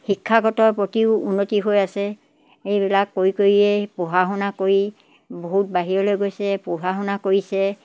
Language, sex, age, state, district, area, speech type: Assamese, female, 60+, Assam, Dibrugarh, rural, spontaneous